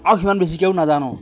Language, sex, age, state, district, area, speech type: Assamese, male, 30-45, Assam, Majuli, urban, spontaneous